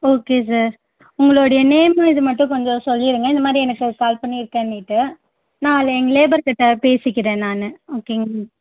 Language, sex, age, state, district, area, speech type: Tamil, female, 18-30, Tamil Nadu, Tirupattur, rural, conversation